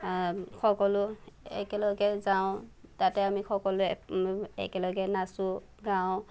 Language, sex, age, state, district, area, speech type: Assamese, female, 18-30, Assam, Nagaon, rural, spontaneous